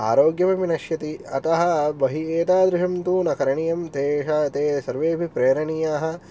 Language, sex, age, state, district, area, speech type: Sanskrit, male, 18-30, Tamil Nadu, Kanchipuram, urban, spontaneous